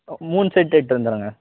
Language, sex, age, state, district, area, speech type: Tamil, male, 18-30, Tamil Nadu, Kallakurichi, rural, conversation